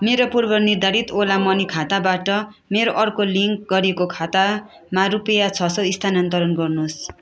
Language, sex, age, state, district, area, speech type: Nepali, female, 30-45, West Bengal, Darjeeling, rural, read